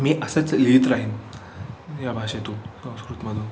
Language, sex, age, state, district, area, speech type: Marathi, male, 18-30, Maharashtra, Sangli, rural, spontaneous